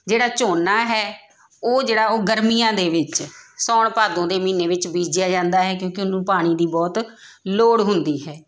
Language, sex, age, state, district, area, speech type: Punjabi, female, 30-45, Punjab, Tarn Taran, urban, spontaneous